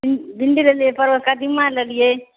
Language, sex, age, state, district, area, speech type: Maithili, female, 30-45, Bihar, Supaul, rural, conversation